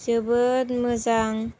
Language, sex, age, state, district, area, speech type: Bodo, female, 18-30, Assam, Chirang, rural, spontaneous